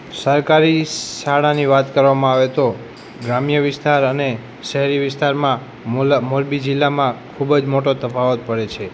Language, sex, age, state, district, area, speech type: Gujarati, male, 30-45, Gujarat, Morbi, urban, spontaneous